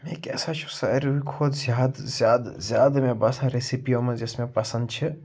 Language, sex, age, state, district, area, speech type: Kashmiri, male, 30-45, Jammu and Kashmir, Srinagar, urban, spontaneous